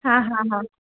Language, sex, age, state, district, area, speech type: Gujarati, female, 18-30, Gujarat, Junagadh, urban, conversation